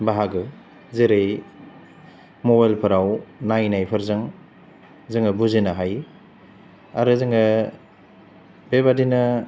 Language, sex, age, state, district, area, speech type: Bodo, male, 30-45, Assam, Chirang, rural, spontaneous